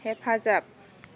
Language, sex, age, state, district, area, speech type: Bodo, female, 30-45, Assam, Baksa, rural, read